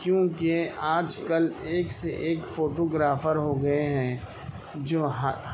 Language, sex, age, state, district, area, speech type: Urdu, male, 30-45, Telangana, Hyderabad, urban, spontaneous